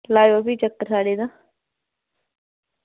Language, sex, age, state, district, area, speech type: Dogri, female, 18-30, Jammu and Kashmir, Udhampur, rural, conversation